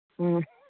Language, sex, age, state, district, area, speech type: Manipuri, female, 60+, Manipur, Imphal East, rural, conversation